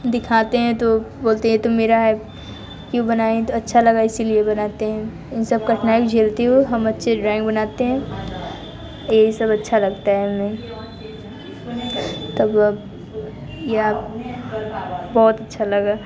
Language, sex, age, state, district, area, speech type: Hindi, female, 30-45, Uttar Pradesh, Mirzapur, rural, spontaneous